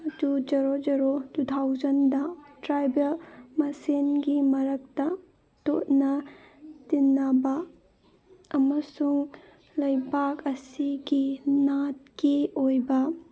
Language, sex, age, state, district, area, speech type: Manipuri, female, 30-45, Manipur, Senapati, rural, read